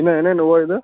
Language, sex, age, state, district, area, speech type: Kannada, male, 60+, Karnataka, Davanagere, rural, conversation